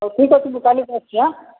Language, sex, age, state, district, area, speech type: Odia, male, 45-60, Odisha, Nabarangpur, rural, conversation